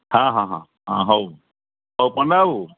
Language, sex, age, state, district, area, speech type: Odia, male, 60+, Odisha, Gajapati, rural, conversation